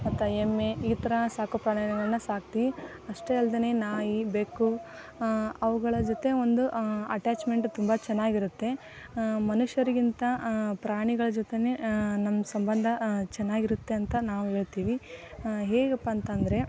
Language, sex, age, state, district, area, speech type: Kannada, female, 18-30, Karnataka, Koppal, rural, spontaneous